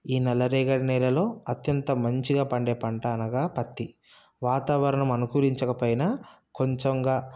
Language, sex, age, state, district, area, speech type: Telugu, male, 30-45, Telangana, Sangareddy, urban, spontaneous